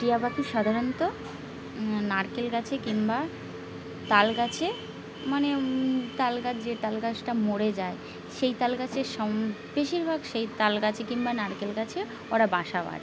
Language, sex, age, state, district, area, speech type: Bengali, female, 45-60, West Bengal, Birbhum, urban, spontaneous